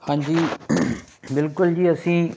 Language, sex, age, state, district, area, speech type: Punjabi, male, 30-45, Punjab, Fazilka, rural, spontaneous